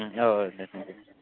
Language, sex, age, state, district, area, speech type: Bodo, male, 18-30, Assam, Kokrajhar, urban, conversation